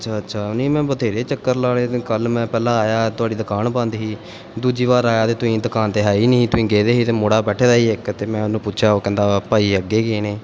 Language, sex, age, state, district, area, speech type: Punjabi, male, 18-30, Punjab, Pathankot, urban, spontaneous